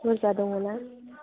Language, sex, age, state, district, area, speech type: Bodo, female, 30-45, Assam, Chirang, rural, conversation